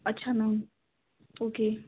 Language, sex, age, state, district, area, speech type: Urdu, female, 18-30, Delhi, East Delhi, urban, conversation